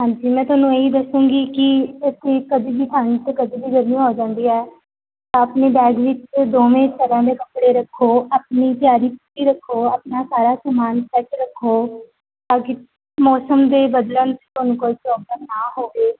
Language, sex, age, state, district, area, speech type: Punjabi, female, 18-30, Punjab, Gurdaspur, urban, conversation